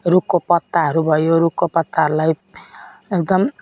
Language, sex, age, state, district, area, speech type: Nepali, female, 45-60, West Bengal, Jalpaiguri, urban, spontaneous